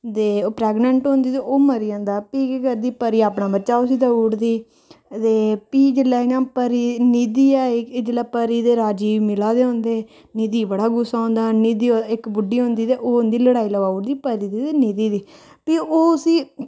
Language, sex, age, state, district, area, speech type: Dogri, female, 18-30, Jammu and Kashmir, Reasi, rural, spontaneous